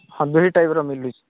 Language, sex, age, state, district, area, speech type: Odia, male, 30-45, Odisha, Bargarh, urban, conversation